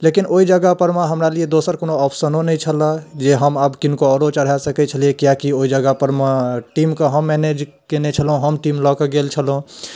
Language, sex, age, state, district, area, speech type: Maithili, male, 30-45, Bihar, Darbhanga, urban, spontaneous